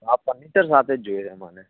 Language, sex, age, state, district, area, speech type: Gujarati, male, 18-30, Gujarat, Anand, rural, conversation